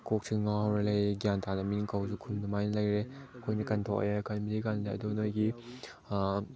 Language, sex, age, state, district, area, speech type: Manipuri, male, 18-30, Manipur, Chandel, rural, spontaneous